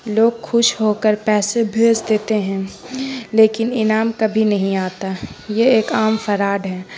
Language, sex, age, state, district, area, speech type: Urdu, female, 18-30, Bihar, Gaya, urban, spontaneous